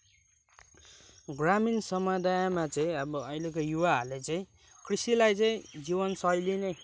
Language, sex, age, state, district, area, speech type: Nepali, male, 18-30, West Bengal, Kalimpong, rural, spontaneous